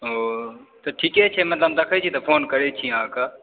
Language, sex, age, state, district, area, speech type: Maithili, male, 18-30, Bihar, Supaul, rural, conversation